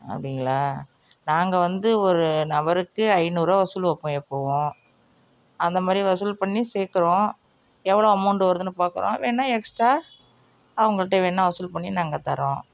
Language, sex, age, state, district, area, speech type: Tamil, female, 45-60, Tamil Nadu, Nagapattinam, rural, spontaneous